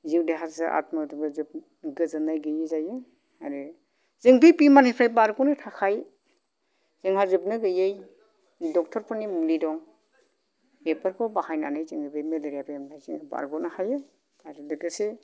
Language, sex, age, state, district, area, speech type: Bodo, male, 45-60, Assam, Kokrajhar, urban, spontaneous